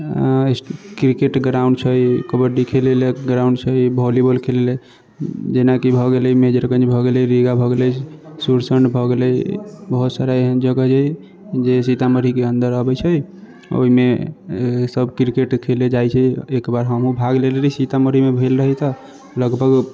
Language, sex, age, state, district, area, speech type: Maithili, male, 45-60, Bihar, Sitamarhi, rural, spontaneous